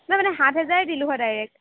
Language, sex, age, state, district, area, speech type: Assamese, female, 18-30, Assam, Kamrup Metropolitan, urban, conversation